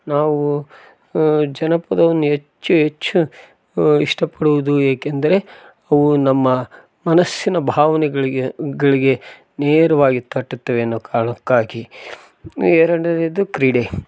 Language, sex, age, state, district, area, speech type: Kannada, male, 45-60, Karnataka, Koppal, rural, spontaneous